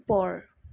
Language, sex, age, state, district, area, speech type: Assamese, female, 45-60, Assam, Darrang, urban, read